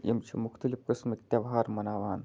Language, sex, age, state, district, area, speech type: Kashmiri, male, 18-30, Jammu and Kashmir, Budgam, rural, spontaneous